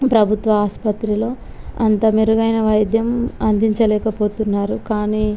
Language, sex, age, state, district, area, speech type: Telugu, female, 18-30, Andhra Pradesh, Visakhapatnam, urban, spontaneous